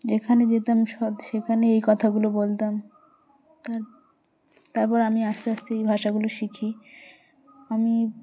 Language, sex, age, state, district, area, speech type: Bengali, female, 18-30, West Bengal, Dakshin Dinajpur, urban, spontaneous